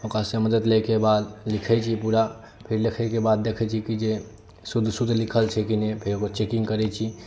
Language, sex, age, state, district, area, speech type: Maithili, male, 18-30, Bihar, Saharsa, rural, spontaneous